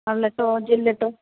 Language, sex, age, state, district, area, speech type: Santali, female, 18-30, West Bengal, Bankura, rural, conversation